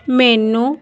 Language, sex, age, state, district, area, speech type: Punjabi, female, 30-45, Punjab, Jalandhar, urban, spontaneous